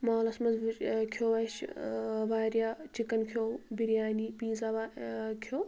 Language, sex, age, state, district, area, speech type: Kashmiri, female, 18-30, Jammu and Kashmir, Anantnag, rural, spontaneous